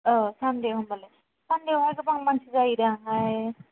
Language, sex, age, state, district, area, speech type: Bodo, female, 18-30, Assam, Kokrajhar, rural, conversation